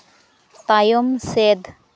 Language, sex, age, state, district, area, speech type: Santali, female, 18-30, West Bengal, Malda, rural, read